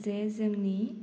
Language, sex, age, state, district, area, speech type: Bodo, female, 18-30, Assam, Baksa, rural, spontaneous